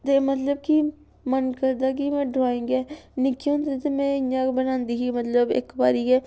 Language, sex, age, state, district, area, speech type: Dogri, female, 18-30, Jammu and Kashmir, Samba, rural, spontaneous